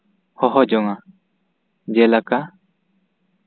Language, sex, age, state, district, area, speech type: Santali, male, 18-30, West Bengal, Bankura, rural, spontaneous